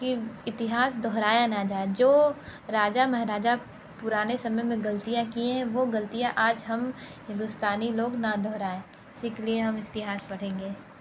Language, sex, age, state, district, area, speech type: Hindi, female, 30-45, Uttar Pradesh, Sonbhadra, rural, spontaneous